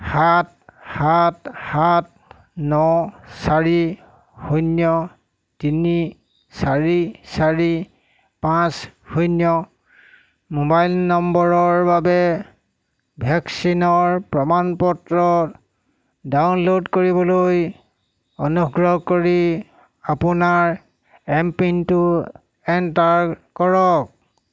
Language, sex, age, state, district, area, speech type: Assamese, male, 60+, Assam, Golaghat, rural, read